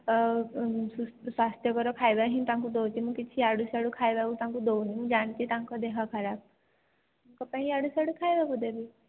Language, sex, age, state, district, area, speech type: Odia, female, 30-45, Odisha, Jajpur, rural, conversation